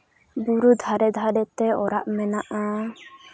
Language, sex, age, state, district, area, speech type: Santali, female, 18-30, West Bengal, Jhargram, rural, spontaneous